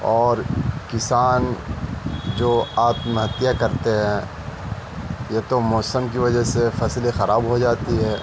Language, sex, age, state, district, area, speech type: Urdu, male, 18-30, Uttar Pradesh, Gautam Buddha Nagar, rural, spontaneous